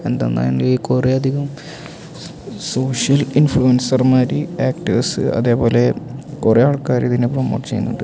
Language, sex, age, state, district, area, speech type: Malayalam, male, 18-30, Kerala, Thrissur, rural, spontaneous